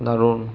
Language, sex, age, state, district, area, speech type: Bengali, male, 18-30, West Bengal, Purba Bardhaman, urban, read